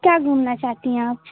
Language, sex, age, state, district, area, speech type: Hindi, female, 18-30, Uttar Pradesh, Jaunpur, urban, conversation